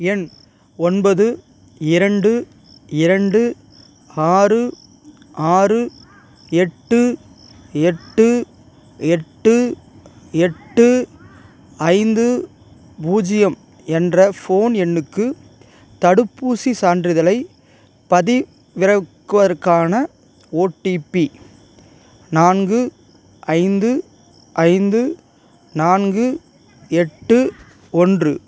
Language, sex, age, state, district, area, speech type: Tamil, male, 45-60, Tamil Nadu, Ariyalur, rural, read